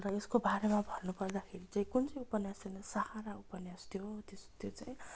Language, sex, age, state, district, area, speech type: Nepali, female, 30-45, West Bengal, Darjeeling, rural, spontaneous